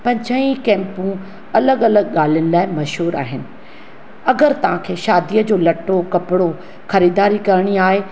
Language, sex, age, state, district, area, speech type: Sindhi, female, 45-60, Maharashtra, Thane, urban, spontaneous